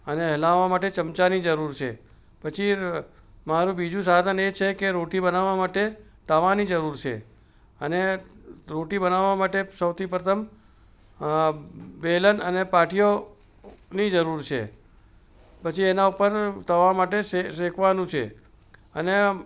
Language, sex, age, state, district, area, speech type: Gujarati, male, 60+, Gujarat, Ahmedabad, urban, spontaneous